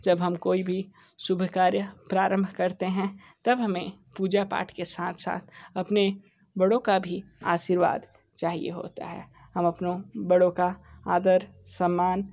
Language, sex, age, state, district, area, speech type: Hindi, male, 60+, Uttar Pradesh, Sonbhadra, rural, spontaneous